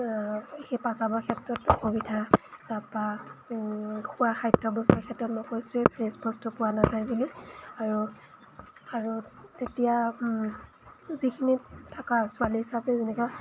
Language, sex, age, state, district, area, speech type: Assamese, female, 18-30, Assam, Majuli, urban, spontaneous